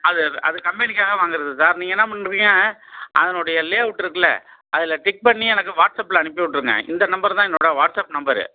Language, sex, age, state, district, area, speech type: Tamil, male, 45-60, Tamil Nadu, Tiruppur, rural, conversation